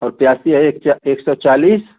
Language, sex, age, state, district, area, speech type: Hindi, male, 45-60, Uttar Pradesh, Chandauli, urban, conversation